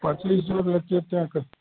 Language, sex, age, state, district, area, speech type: Maithili, male, 60+, Bihar, Araria, rural, conversation